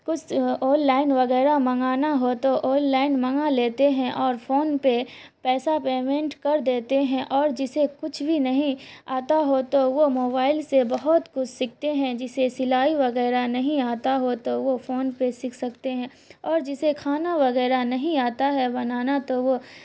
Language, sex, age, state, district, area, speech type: Urdu, female, 18-30, Bihar, Supaul, rural, spontaneous